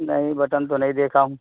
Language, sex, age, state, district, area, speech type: Urdu, male, 18-30, Delhi, South Delhi, urban, conversation